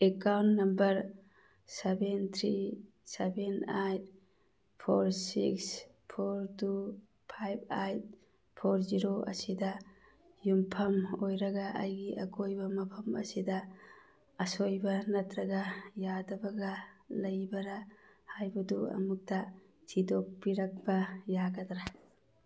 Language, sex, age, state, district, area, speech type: Manipuri, female, 45-60, Manipur, Churachandpur, urban, read